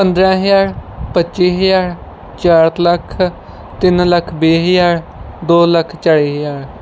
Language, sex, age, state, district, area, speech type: Punjabi, male, 18-30, Punjab, Mohali, rural, spontaneous